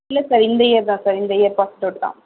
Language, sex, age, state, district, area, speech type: Tamil, female, 30-45, Tamil Nadu, Tiruvarur, urban, conversation